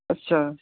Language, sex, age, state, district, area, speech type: Punjabi, male, 18-30, Punjab, Tarn Taran, rural, conversation